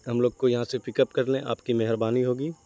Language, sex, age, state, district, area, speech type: Urdu, male, 18-30, Bihar, Saharsa, urban, spontaneous